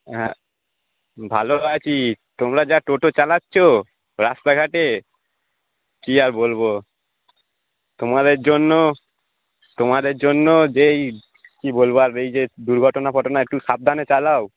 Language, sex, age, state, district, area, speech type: Bengali, male, 18-30, West Bengal, North 24 Parganas, urban, conversation